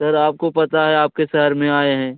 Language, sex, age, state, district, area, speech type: Hindi, male, 18-30, Uttar Pradesh, Jaunpur, rural, conversation